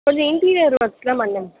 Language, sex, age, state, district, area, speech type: Tamil, female, 30-45, Tamil Nadu, Pudukkottai, rural, conversation